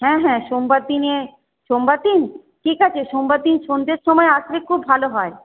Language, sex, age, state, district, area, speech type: Bengali, female, 30-45, West Bengal, Paschim Bardhaman, urban, conversation